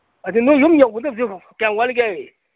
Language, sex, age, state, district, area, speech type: Manipuri, male, 60+, Manipur, Imphal East, rural, conversation